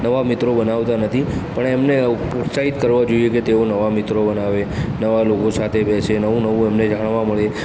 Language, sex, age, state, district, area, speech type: Gujarati, male, 60+, Gujarat, Aravalli, urban, spontaneous